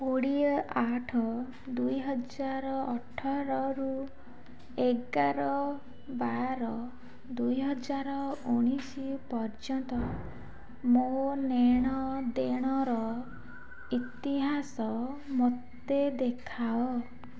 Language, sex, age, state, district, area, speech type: Odia, female, 45-60, Odisha, Nayagarh, rural, read